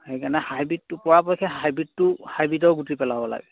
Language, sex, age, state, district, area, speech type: Assamese, male, 18-30, Assam, Charaideo, rural, conversation